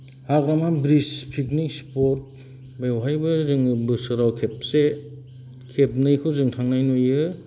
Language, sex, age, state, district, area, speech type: Bodo, male, 45-60, Assam, Kokrajhar, rural, spontaneous